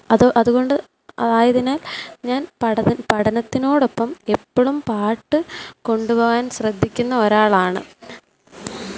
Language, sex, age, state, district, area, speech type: Malayalam, female, 18-30, Kerala, Pathanamthitta, rural, spontaneous